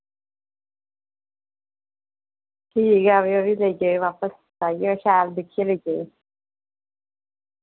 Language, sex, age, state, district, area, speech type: Dogri, female, 30-45, Jammu and Kashmir, Reasi, rural, conversation